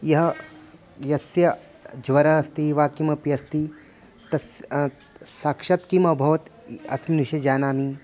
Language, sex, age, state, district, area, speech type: Sanskrit, male, 30-45, Maharashtra, Nagpur, urban, spontaneous